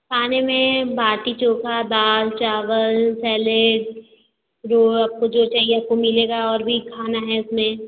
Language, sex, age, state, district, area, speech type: Hindi, female, 18-30, Uttar Pradesh, Azamgarh, urban, conversation